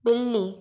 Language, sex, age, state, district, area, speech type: Hindi, female, 45-60, Madhya Pradesh, Bhopal, urban, read